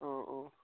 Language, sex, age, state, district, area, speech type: Assamese, male, 18-30, Assam, Charaideo, rural, conversation